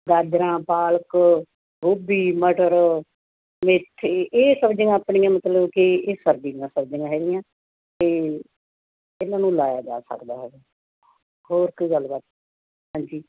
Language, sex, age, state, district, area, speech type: Punjabi, female, 45-60, Punjab, Muktsar, urban, conversation